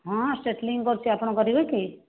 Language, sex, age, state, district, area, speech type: Odia, female, 60+, Odisha, Jajpur, rural, conversation